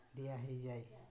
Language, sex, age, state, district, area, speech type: Odia, male, 45-60, Odisha, Mayurbhanj, rural, spontaneous